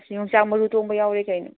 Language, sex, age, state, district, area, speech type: Manipuri, female, 30-45, Manipur, Kangpokpi, urban, conversation